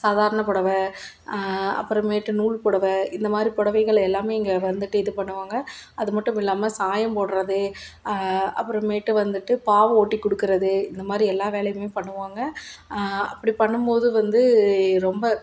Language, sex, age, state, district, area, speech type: Tamil, female, 30-45, Tamil Nadu, Salem, rural, spontaneous